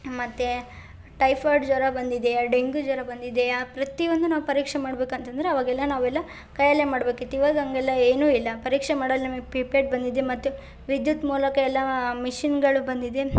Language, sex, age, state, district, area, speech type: Kannada, female, 18-30, Karnataka, Chitradurga, rural, spontaneous